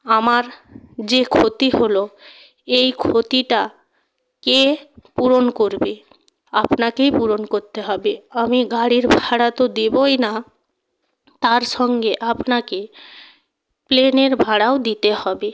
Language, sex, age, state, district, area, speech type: Bengali, female, 45-60, West Bengal, North 24 Parganas, rural, spontaneous